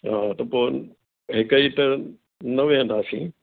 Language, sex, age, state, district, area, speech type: Sindhi, male, 60+, Delhi, South Delhi, urban, conversation